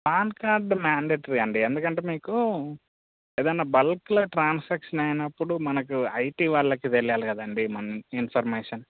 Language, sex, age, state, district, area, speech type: Telugu, male, 18-30, Telangana, Mancherial, rural, conversation